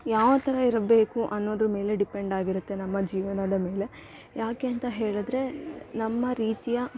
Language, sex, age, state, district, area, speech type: Kannada, female, 18-30, Karnataka, Chikkamagaluru, rural, spontaneous